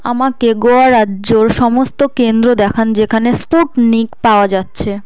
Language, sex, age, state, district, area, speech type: Bengali, female, 18-30, West Bengal, South 24 Parganas, rural, read